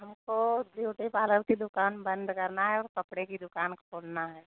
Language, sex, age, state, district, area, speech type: Hindi, female, 30-45, Uttar Pradesh, Jaunpur, rural, conversation